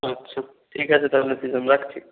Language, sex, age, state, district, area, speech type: Bengali, male, 18-30, West Bengal, North 24 Parganas, rural, conversation